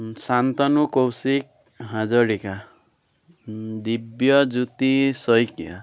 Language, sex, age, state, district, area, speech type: Assamese, male, 18-30, Assam, Biswanath, rural, spontaneous